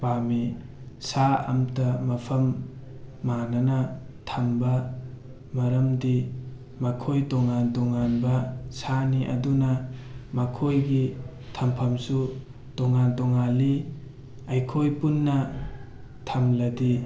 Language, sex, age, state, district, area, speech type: Manipuri, male, 30-45, Manipur, Tengnoupal, urban, spontaneous